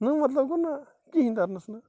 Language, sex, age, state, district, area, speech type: Kashmiri, male, 30-45, Jammu and Kashmir, Bandipora, rural, spontaneous